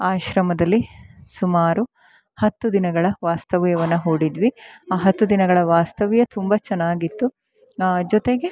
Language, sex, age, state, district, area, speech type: Kannada, female, 45-60, Karnataka, Chikkamagaluru, rural, spontaneous